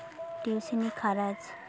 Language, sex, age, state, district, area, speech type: Santali, female, 18-30, West Bengal, Purulia, rural, spontaneous